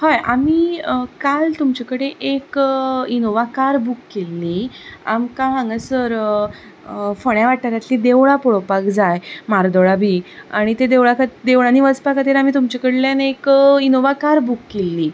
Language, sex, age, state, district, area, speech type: Goan Konkani, female, 30-45, Goa, Ponda, rural, spontaneous